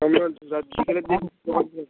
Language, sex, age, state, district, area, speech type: Bengali, male, 18-30, West Bengal, Paschim Medinipur, rural, conversation